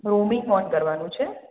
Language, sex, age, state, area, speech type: Gujarati, female, 30-45, Gujarat, urban, conversation